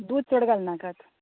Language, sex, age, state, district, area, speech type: Goan Konkani, female, 30-45, Goa, Canacona, rural, conversation